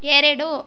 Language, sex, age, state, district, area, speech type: Kannada, female, 18-30, Karnataka, Bidar, urban, read